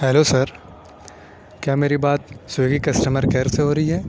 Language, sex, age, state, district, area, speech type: Urdu, male, 18-30, Delhi, South Delhi, urban, spontaneous